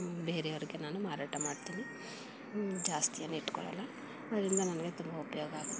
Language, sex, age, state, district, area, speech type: Kannada, female, 45-60, Karnataka, Mandya, rural, spontaneous